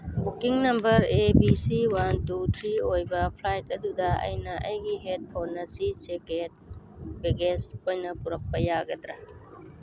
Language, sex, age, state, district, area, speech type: Manipuri, female, 45-60, Manipur, Churachandpur, urban, read